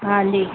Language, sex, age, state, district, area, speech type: Sindhi, female, 45-60, Delhi, South Delhi, urban, conversation